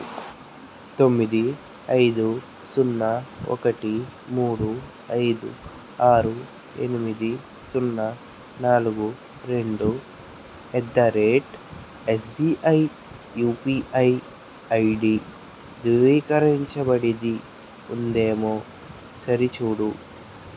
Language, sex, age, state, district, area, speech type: Telugu, male, 30-45, Andhra Pradesh, N T Rama Rao, urban, read